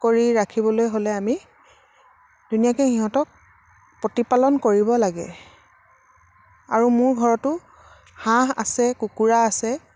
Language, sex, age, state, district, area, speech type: Assamese, female, 45-60, Assam, Dibrugarh, rural, spontaneous